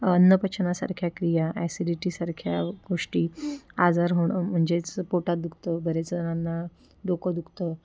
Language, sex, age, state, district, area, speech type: Marathi, female, 30-45, Maharashtra, Pune, urban, spontaneous